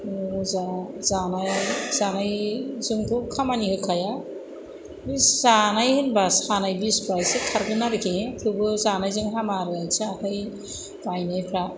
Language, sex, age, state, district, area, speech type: Bodo, female, 45-60, Assam, Chirang, rural, spontaneous